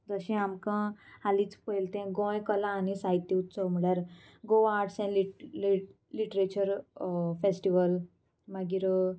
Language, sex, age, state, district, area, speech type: Goan Konkani, female, 18-30, Goa, Murmgao, rural, spontaneous